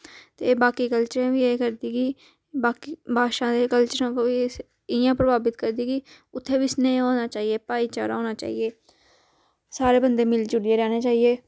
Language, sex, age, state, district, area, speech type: Dogri, female, 18-30, Jammu and Kashmir, Udhampur, rural, spontaneous